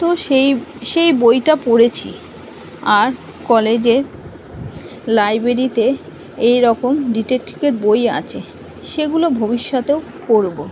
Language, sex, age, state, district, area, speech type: Bengali, female, 45-60, West Bengal, Kolkata, urban, spontaneous